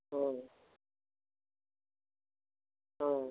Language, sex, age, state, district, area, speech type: Assamese, female, 60+, Assam, Dibrugarh, rural, conversation